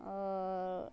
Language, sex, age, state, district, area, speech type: Maithili, female, 18-30, Bihar, Muzaffarpur, rural, spontaneous